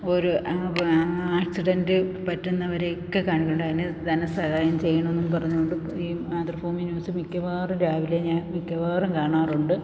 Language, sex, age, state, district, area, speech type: Malayalam, female, 45-60, Kerala, Thiruvananthapuram, urban, spontaneous